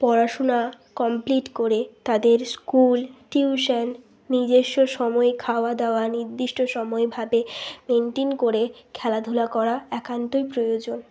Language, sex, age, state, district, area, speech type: Bengali, female, 18-30, West Bengal, Bankura, urban, spontaneous